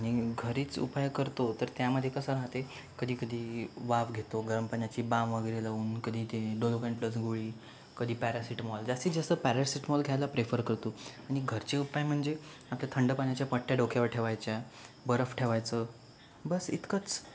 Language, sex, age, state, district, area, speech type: Marathi, male, 18-30, Maharashtra, Yavatmal, rural, spontaneous